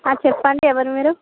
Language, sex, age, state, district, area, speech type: Telugu, female, 45-60, Andhra Pradesh, Srikakulam, urban, conversation